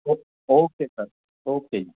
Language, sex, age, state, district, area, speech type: Punjabi, male, 45-60, Punjab, Barnala, urban, conversation